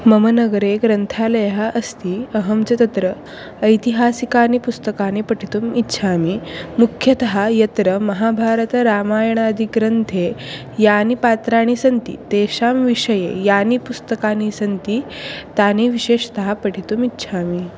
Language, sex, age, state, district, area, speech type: Sanskrit, female, 18-30, Maharashtra, Nagpur, urban, spontaneous